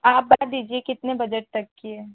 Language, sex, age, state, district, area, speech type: Hindi, female, 18-30, Madhya Pradesh, Balaghat, rural, conversation